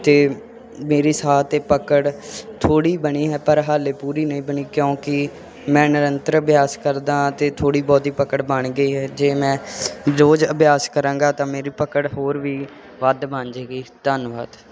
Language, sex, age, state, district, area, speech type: Punjabi, male, 18-30, Punjab, Firozpur, rural, spontaneous